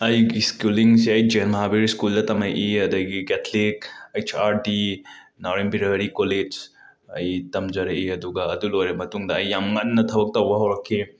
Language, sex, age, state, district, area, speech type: Manipuri, male, 18-30, Manipur, Imphal West, rural, spontaneous